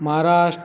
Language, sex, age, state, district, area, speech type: Gujarati, male, 18-30, Gujarat, Morbi, urban, spontaneous